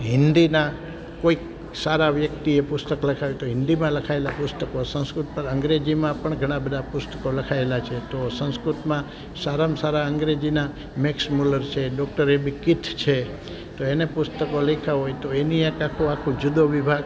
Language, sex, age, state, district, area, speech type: Gujarati, male, 60+, Gujarat, Amreli, rural, spontaneous